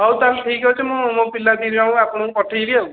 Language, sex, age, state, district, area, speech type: Odia, male, 18-30, Odisha, Khordha, rural, conversation